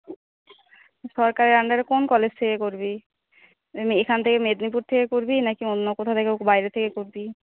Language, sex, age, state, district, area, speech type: Bengali, female, 18-30, West Bengal, Paschim Medinipur, rural, conversation